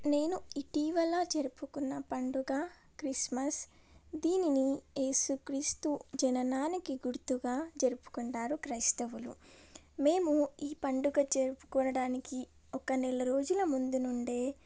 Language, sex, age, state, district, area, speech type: Telugu, female, 18-30, Telangana, Medak, urban, spontaneous